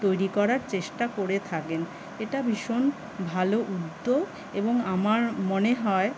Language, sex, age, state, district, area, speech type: Bengali, female, 45-60, West Bengal, Kolkata, urban, spontaneous